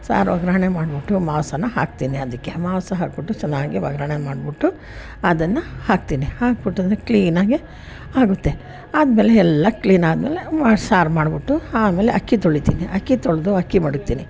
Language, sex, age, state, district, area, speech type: Kannada, female, 60+, Karnataka, Mysore, rural, spontaneous